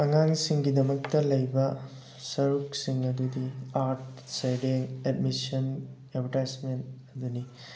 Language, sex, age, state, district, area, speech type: Manipuri, male, 18-30, Manipur, Thoubal, rural, spontaneous